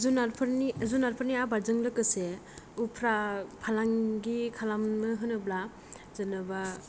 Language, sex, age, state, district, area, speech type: Bodo, female, 18-30, Assam, Kokrajhar, rural, spontaneous